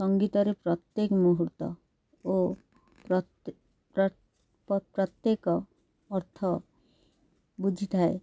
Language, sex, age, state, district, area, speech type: Odia, female, 45-60, Odisha, Kendrapara, urban, spontaneous